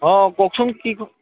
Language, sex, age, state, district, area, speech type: Assamese, male, 30-45, Assam, Golaghat, urban, conversation